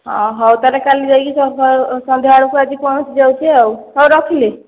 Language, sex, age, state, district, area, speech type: Odia, female, 30-45, Odisha, Khordha, rural, conversation